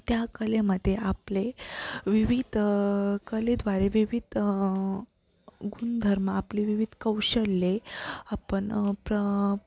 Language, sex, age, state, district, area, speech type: Marathi, female, 18-30, Maharashtra, Sindhudurg, rural, spontaneous